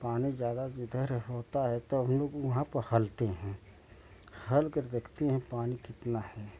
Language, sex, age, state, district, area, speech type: Hindi, male, 45-60, Uttar Pradesh, Ghazipur, rural, spontaneous